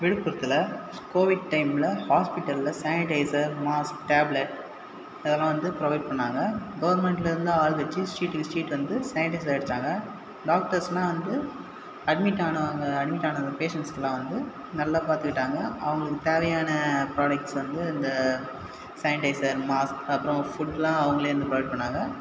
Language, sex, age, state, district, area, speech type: Tamil, male, 18-30, Tamil Nadu, Viluppuram, urban, spontaneous